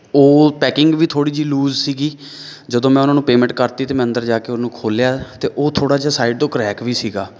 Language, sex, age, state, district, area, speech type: Punjabi, male, 30-45, Punjab, Amritsar, urban, spontaneous